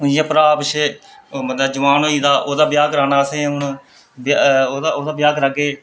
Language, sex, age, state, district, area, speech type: Dogri, male, 30-45, Jammu and Kashmir, Reasi, rural, spontaneous